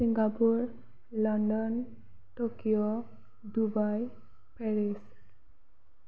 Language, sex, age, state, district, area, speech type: Bodo, female, 18-30, Assam, Kokrajhar, rural, spontaneous